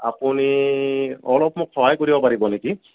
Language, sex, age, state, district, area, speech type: Assamese, male, 30-45, Assam, Kamrup Metropolitan, urban, conversation